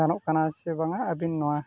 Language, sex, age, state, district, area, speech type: Santali, male, 45-60, Odisha, Mayurbhanj, rural, spontaneous